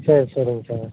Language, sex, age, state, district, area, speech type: Tamil, male, 45-60, Tamil Nadu, Madurai, urban, conversation